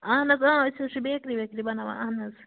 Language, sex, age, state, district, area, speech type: Kashmiri, female, 18-30, Jammu and Kashmir, Baramulla, rural, conversation